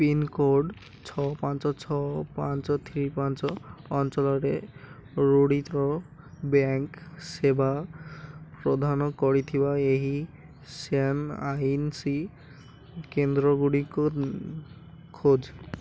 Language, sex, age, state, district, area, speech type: Odia, male, 18-30, Odisha, Malkangiri, urban, read